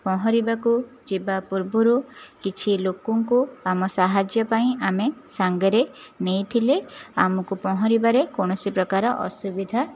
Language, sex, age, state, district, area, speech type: Odia, female, 30-45, Odisha, Jajpur, rural, spontaneous